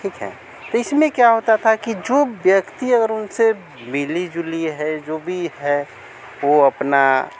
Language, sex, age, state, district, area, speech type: Hindi, male, 45-60, Bihar, Vaishali, urban, spontaneous